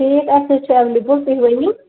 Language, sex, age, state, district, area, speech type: Kashmiri, female, 30-45, Jammu and Kashmir, Budgam, rural, conversation